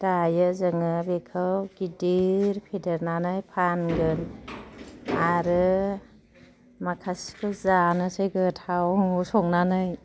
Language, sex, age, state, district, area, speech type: Bodo, female, 45-60, Assam, Chirang, rural, spontaneous